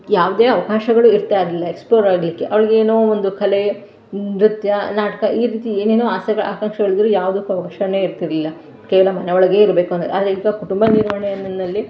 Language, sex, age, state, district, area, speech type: Kannada, female, 45-60, Karnataka, Mandya, rural, spontaneous